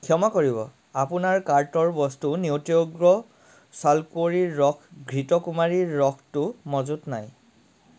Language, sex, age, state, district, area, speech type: Assamese, male, 30-45, Assam, Sivasagar, rural, read